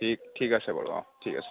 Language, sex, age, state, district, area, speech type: Assamese, male, 18-30, Assam, Kamrup Metropolitan, urban, conversation